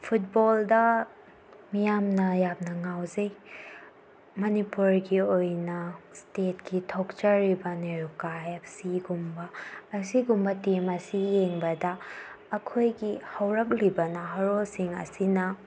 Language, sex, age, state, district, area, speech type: Manipuri, female, 18-30, Manipur, Tengnoupal, urban, spontaneous